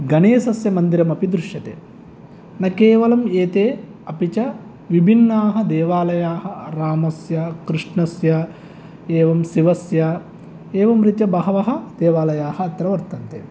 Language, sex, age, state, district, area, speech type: Sanskrit, male, 30-45, Andhra Pradesh, East Godavari, rural, spontaneous